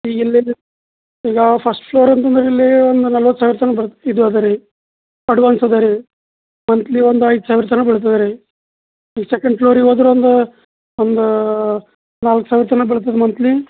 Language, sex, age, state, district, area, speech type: Kannada, male, 30-45, Karnataka, Bidar, rural, conversation